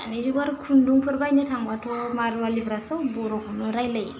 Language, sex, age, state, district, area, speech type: Bodo, female, 30-45, Assam, Udalguri, rural, spontaneous